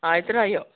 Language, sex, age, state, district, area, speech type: Goan Konkani, female, 45-60, Goa, Quepem, rural, conversation